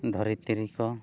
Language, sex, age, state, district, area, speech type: Santali, male, 30-45, Odisha, Mayurbhanj, rural, spontaneous